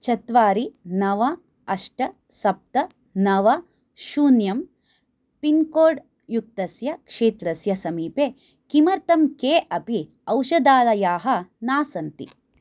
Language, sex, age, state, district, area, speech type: Sanskrit, female, 30-45, Karnataka, Chikkamagaluru, rural, read